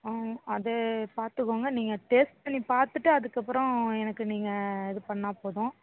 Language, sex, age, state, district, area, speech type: Tamil, female, 45-60, Tamil Nadu, Thoothukudi, urban, conversation